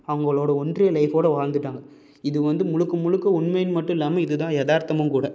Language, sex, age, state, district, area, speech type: Tamil, male, 18-30, Tamil Nadu, Salem, urban, spontaneous